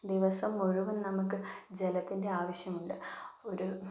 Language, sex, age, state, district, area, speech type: Malayalam, female, 18-30, Kerala, Wayanad, rural, spontaneous